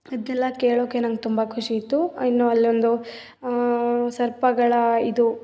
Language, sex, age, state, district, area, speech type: Kannada, female, 18-30, Karnataka, Mysore, rural, spontaneous